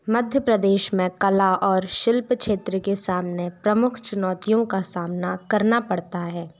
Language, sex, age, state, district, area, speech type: Hindi, female, 30-45, Madhya Pradesh, Bhopal, urban, spontaneous